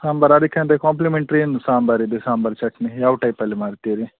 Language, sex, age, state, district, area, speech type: Kannada, male, 18-30, Karnataka, Udupi, rural, conversation